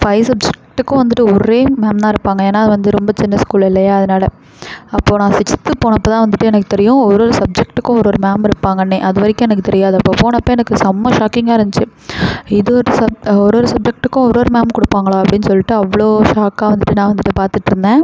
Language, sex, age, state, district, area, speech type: Tamil, female, 30-45, Tamil Nadu, Ariyalur, rural, spontaneous